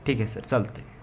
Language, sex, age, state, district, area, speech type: Marathi, male, 18-30, Maharashtra, Sangli, urban, spontaneous